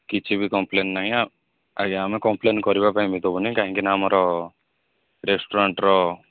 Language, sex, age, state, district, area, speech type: Odia, male, 18-30, Odisha, Sundergarh, urban, conversation